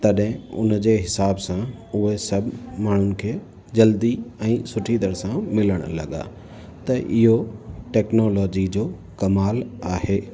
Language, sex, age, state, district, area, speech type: Sindhi, male, 30-45, Gujarat, Kutch, rural, spontaneous